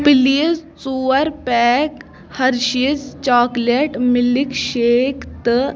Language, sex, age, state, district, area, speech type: Kashmiri, female, 18-30, Jammu and Kashmir, Kulgam, rural, read